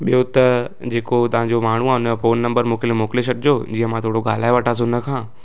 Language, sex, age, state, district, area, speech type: Sindhi, male, 18-30, Gujarat, Surat, urban, spontaneous